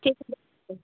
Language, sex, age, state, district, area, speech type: Hindi, female, 45-60, Uttar Pradesh, Mau, urban, conversation